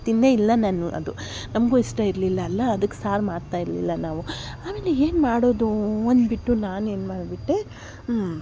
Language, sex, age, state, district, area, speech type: Kannada, female, 45-60, Karnataka, Davanagere, urban, spontaneous